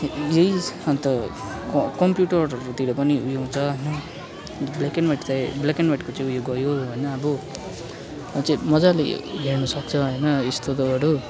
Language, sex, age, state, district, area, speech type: Nepali, male, 18-30, West Bengal, Kalimpong, rural, spontaneous